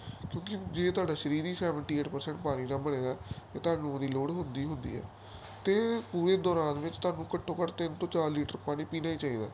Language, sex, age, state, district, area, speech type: Punjabi, male, 18-30, Punjab, Gurdaspur, urban, spontaneous